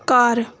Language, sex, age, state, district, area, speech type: Punjabi, female, 18-30, Punjab, Gurdaspur, rural, read